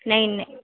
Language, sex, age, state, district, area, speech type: Punjabi, female, 18-30, Punjab, Fazilka, rural, conversation